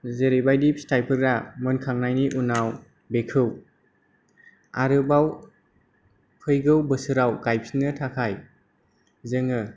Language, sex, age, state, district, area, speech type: Bodo, male, 18-30, Assam, Kokrajhar, rural, spontaneous